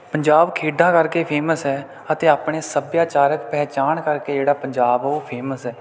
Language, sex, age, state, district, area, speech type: Punjabi, male, 18-30, Punjab, Kapurthala, rural, spontaneous